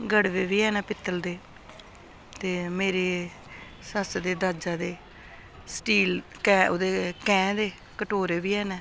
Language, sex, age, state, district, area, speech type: Dogri, female, 60+, Jammu and Kashmir, Samba, urban, spontaneous